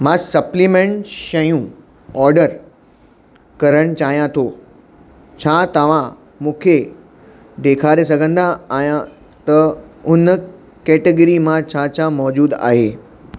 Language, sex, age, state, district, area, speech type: Sindhi, male, 30-45, Maharashtra, Mumbai Suburban, urban, read